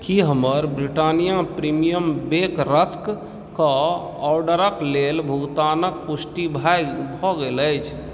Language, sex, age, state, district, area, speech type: Maithili, male, 30-45, Bihar, Supaul, rural, read